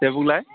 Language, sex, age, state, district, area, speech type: Bodo, male, 45-60, Assam, Udalguri, rural, conversation